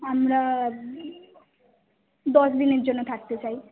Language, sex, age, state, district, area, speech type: Bengali, female, 18-30, West Bengal, Kolkata, urban, conversation